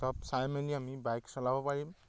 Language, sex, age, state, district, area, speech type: Assamese, male, 18-30, Assam, Sivasagar, rural, spontaneous